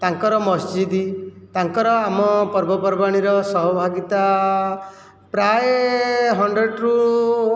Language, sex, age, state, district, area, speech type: Odia, male, 45-60, Odisha, Jajpur, rural, spontaneous